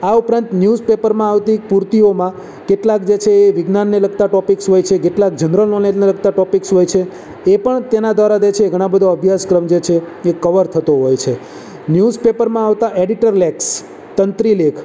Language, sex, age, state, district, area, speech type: Gujarati, male, 30-45, Gujarat, Surat, urban, spontaneous